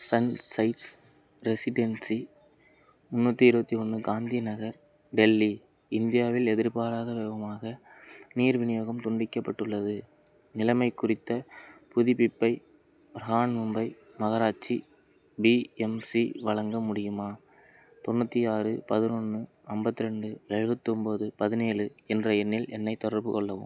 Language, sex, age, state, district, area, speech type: Tamil, male, 18-30, Tamil Nadu, Madurai, rural, read